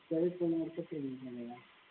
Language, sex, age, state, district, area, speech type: Hindi, male, 45-60, Uttar Pradesh, Sitapur, rural, conversation